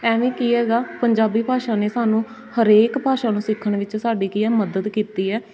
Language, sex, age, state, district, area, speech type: Punjabi, female, 18-30, Punjab, Shaheed Bhagat Singh Nagar, urban, spontaneous